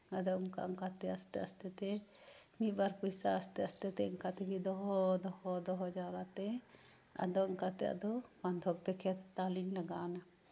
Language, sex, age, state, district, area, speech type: Santali, female, 45-60, West Bengal, Birbhum, rural, spontaneous